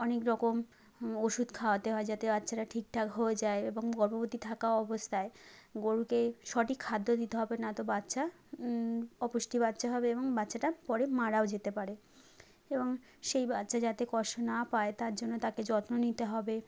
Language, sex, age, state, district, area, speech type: Bengali, female, 30-45, West Bengal, South 24 Parganas, rural, spontaneous